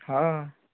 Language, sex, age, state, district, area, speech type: Marathi, male, 18-30, Maharashtra, Amravati, urban, conversation